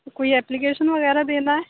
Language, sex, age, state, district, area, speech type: Urdu, female, 18-30, Uttar Pradesh, Aligarh, urban, conversation